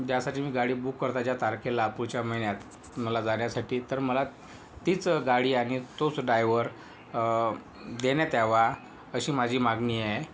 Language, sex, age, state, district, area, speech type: Marathi, male, 18-30, Maharashtra, Yavatmal, rural, spontaneous